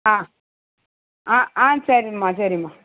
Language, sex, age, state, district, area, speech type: Tamil, female, 30-45, Tamil Nadu, Thoothukudi, urban, conversation